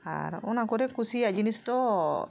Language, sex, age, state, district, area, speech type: Santali, female, 45-60, Jharkhand, Bokaro, rural, spontaneous